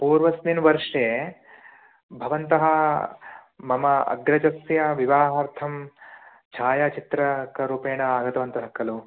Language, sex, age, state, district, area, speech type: Sanskrit, male, 18-30, Karnataka, Uttara Kannada, rural, conversation